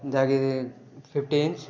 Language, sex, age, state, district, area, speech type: Odia, male, 18-30, Odisha, Rayagada, urban, spontaneous